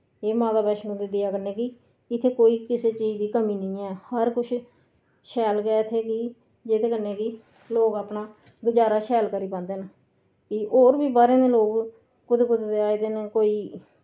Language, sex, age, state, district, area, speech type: Dogri, female, 45-60, Jammu and Kashmir, Reasi, rural, spontaneous